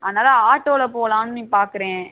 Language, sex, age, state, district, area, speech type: Tamil, female, 18-30, Tamil Nadu, Sivaganga, rural, conversation